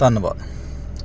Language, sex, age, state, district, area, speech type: Punjabi, male, 30-45, Punjab, Mansa, urban, spontaneous